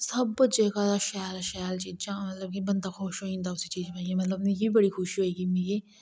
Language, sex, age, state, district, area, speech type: Dogri, female, 45-60, Jammu and Kashmir, Reasi, rural, spontaneous